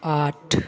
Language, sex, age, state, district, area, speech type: Hindi, male, 18-30, Bihar, Darbhanga, rural, read